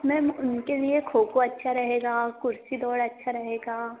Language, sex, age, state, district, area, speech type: Hindi, female, 18-30, Madhya Pradesh, Harda, urban, conversation